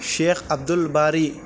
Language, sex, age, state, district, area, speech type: Urdu, male, 18-30, Telangana, Hyderabad, urban, spontaneous